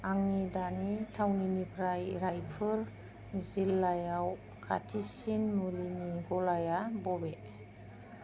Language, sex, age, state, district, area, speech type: Bodo, female, 45-60, Assam, Kokrajhar, urban, read